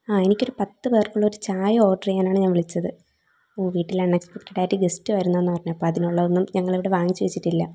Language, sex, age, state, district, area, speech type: Malayalam, female, 18-30, Kerala, Thiruvananthapuram, rural, spontaneous